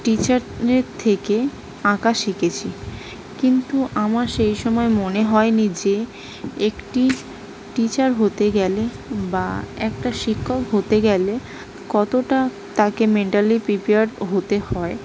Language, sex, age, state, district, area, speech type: Bengali, female, 18-30, West Bengal, South 24 Parganas, rural, spontaneous